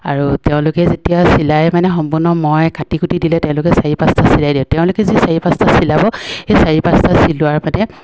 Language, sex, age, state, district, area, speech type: Assamese, female, 45-60, Assam, Dibrugarh, rural, spontaneous